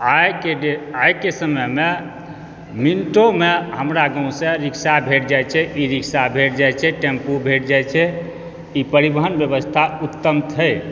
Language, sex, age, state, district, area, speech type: Maithili, male, 45-60, Bihar, Supaul, rural, spontaneous